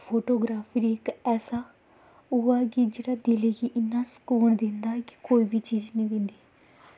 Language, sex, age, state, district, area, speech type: Dogri, female, 18-30, Jammu and Kashmir, Kathua, rural, spontaneous